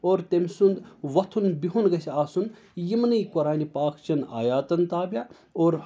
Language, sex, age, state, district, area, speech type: Kashmiri, male, 30-45, Jammu and Kashmir, Srinagar, urban, spontaneous